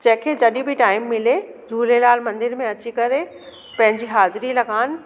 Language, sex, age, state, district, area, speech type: Sindhi, female, 30-45, Delhi, South Delhi, urban, spontaneous